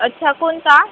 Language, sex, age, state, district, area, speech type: Marathi, female, 18-30, Maharashtra, Yavatmal, rural, conversation